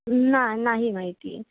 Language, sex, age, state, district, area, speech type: Marathi, female, 18-30, Maharashtra, Sindhudurg, urban, conversation